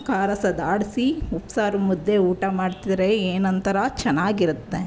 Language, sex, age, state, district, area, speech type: Kannada, female, 30-45, Karnataka, Chamarajanagar, rural, spontaneous